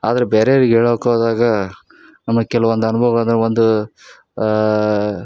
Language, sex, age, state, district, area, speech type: Kannada, male, 30-45, Karnataka, Koppal, rural, spontaneous